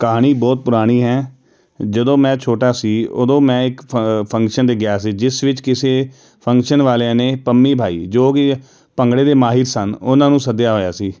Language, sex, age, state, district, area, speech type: Punjabi, male, 30-45, Punjab, Jalandhar, urban, spontaneous